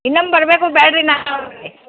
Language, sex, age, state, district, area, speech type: Kannada, female, 60+, Karnataka, Belgaum, rural, conversation